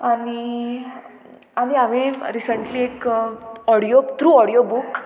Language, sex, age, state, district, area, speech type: Goan Konkani, female, 18-30, Goa, Murmgao, urban, spontaneous